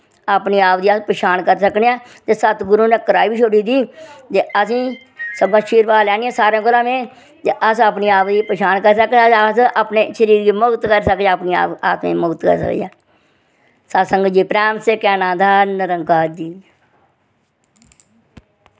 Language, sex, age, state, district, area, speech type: Dogri, female, 60+, Jammu and Kashmir, Reasi, rural, spontaneous